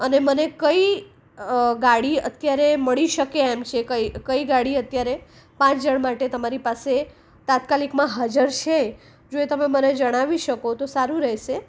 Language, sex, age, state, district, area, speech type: Gujarati, female, 30-45, Gujarat, Anand, urban, spontaneous